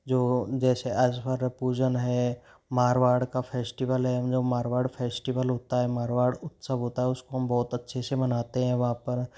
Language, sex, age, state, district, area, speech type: Hindi, male, 30-45, Rajasthan, Jodhpur, urban, spontaneous